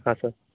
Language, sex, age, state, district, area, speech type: Kannada, male, 45-60, Karnataka, Chikkaballapur, urban, conversation